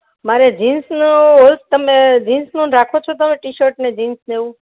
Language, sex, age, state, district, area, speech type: Gujarati, female, 45-60, Gujarat, Junagadh, rural, conversation